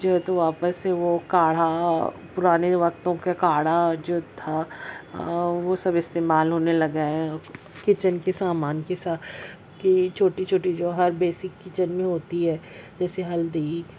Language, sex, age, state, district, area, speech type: Urdu, female, 30-45, Maharashtra, Nashik, urban, spontaneous